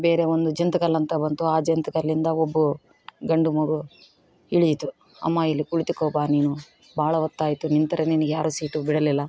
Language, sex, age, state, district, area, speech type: Kannada, female, 45-60, Karnataka, Vijayanagara, rural, spontaneous